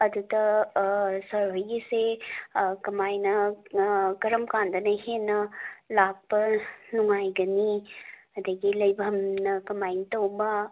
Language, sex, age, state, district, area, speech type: Manipuri, female, 30-45, Manipur, Imphal West, urban, conversation